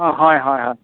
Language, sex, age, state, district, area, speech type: Assamese, male, 60+, Assam, Dhemaji, urban, conversation